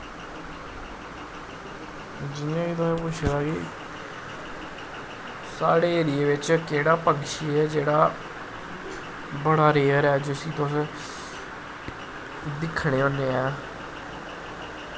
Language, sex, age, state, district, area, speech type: Dogri, male, 18-30, Jammu and Kashmir, Jammu, rural, spontaneous